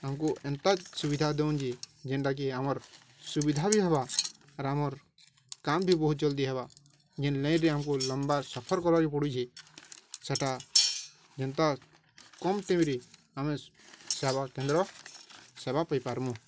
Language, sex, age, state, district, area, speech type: Odia, male, 18-30, Odisha, Balangir, urban, spontaneous